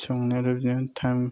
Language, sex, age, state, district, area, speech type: Bodo, male, 18-30, Assam, Kokrajhar, rural, spontaneous